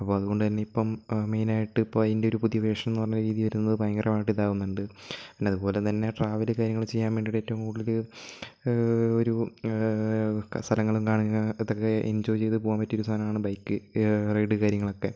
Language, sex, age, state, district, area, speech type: Malayalam, male, 18-30, Kerala, Kozhikode, rural, spontaneous